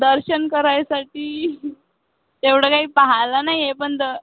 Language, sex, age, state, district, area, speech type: Marathi, female, 18-30, Maharashtra, Wardha, rural, conversation